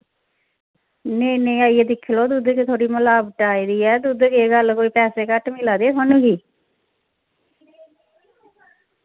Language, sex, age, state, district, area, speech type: Dogri, female, 30-45, Jammu and Kashmir, Samba, rural, conversation